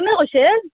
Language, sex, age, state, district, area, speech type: Assamese, female, 30-45, Assam, Nalbari, rural, conversation